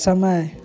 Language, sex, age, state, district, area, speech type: Hindi, male, 30-45, Bihar, Madhepura, rural, read